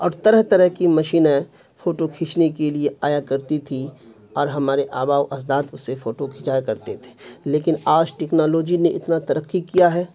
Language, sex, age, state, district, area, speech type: Urdu, male, 45-60, Bihar, Khagaria, urban, spontaneous